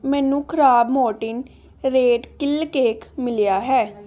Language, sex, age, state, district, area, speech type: Punjabi, female, 18-30, Punjab, Gurdaspur, rural, read